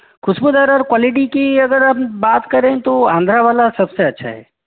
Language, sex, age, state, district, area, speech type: Hindi, male, 18-30, Rajasthan, Jaipur, urban, conversation